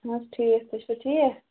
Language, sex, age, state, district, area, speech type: Kashmiri, female, 18-30, Jammu and Kashmir, Shopian, rural, conversation